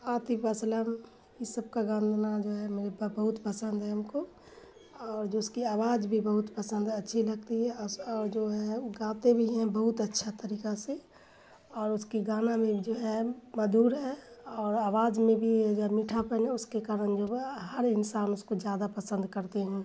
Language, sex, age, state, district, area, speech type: Urdu, female, 60+, Bihar, Khagaria, rural, spontaneous